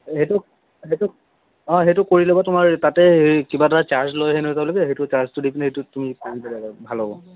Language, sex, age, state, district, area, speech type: Assamese, male, 30-45, Assam, Charaideo, urban, conversation